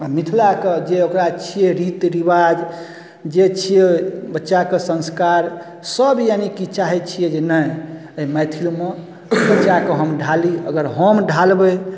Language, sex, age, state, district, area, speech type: Maithili, male, 30-45, Bihar, Darbhanga, urban, spontaneous